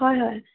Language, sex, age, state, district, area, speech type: Assamese, female, 18-30, Assam, Nagaon, rural, conversation